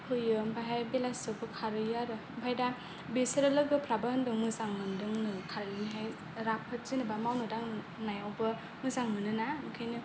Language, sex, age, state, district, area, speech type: Bodo, female, 18-30, Assam, Kokrajhar, rural, spontaneous